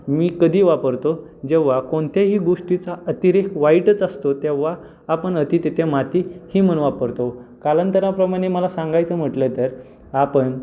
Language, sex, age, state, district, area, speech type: Marathi, male, 18-30, Maharashtra, Pune, urban, spontaneous